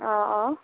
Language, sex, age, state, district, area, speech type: Assamese, female, 30-45, Assam, Nagaon, rural, conversation